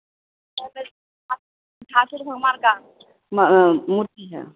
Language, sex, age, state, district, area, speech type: Hindi, female, 30-45, Bihar, Begusarai, rural, conversation